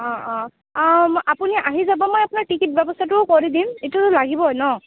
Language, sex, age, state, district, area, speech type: Assamese, female, 18-30, Assam, Kamrup Metropolitan, rural, conversation